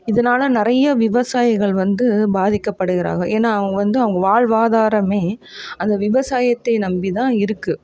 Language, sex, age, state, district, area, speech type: Tamil, female, 30-45, Tamil Nadu, Coimbatore, rural, spontaneous